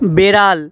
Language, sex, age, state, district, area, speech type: Bengali, male, 18-30, West Bengal, South 24 Parganas, rural, read